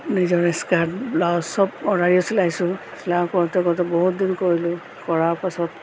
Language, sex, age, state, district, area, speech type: Assamese, female, 45-60, Assam, Tinsukia, rural, spontaneous